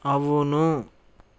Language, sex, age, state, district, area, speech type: Telugu, male, 18-30, Andhra Pradesh, Eluru, rural, read